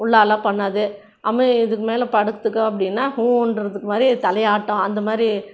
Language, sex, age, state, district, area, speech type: Tamil, female, 60+, Tamil Nadu, Krishnagiri, rural, spontaneous